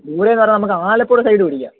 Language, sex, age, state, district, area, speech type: Malayalam, male, 18-30, Kerala, Kollam, rural, conversation